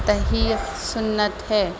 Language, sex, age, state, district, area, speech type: Urdu, female, 30-45, Uttar Pradesh, Rampur, urban, spontaneous